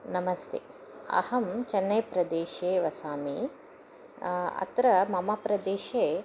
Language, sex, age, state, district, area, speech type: Sanskrit, female, 45-60, Karnataka, Chamarajanagar, rural, spontaneous